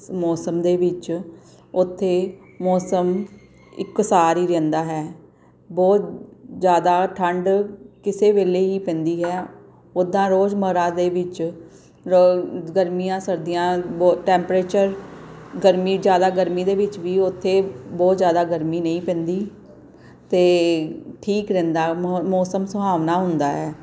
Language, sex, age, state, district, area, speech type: Punjabi, female, 45-60, Punjab, Gurdaspur, urban, spontaneous